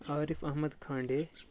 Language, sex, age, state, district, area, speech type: Kashmiri, male, 18-30, Jammu and Kashmir, Kulgam, rural, spontaneous